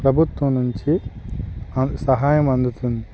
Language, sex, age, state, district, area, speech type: Telugu, male, 45-60, Andhra Pradesh, Guntur, rural, spontaneous